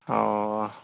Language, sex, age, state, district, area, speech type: Santali, male, 30-45, West Bengal, Malda, rural, conversation